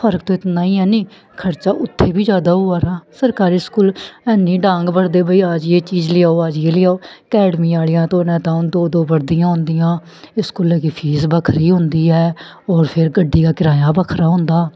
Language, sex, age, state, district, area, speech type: Dogri, female, 30-45, Jammu and Kashmir, Samba, rural, spontaneous